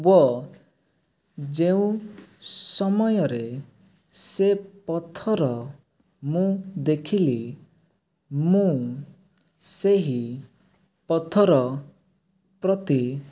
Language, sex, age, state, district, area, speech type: Odia, male, 18-30, Odisha, Rayagada, rural, spontaneous